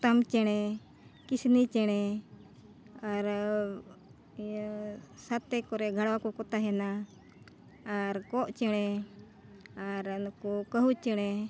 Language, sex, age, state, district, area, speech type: Santali, female, 45-60, Jharkhand, Bokaro, rural, spontaneous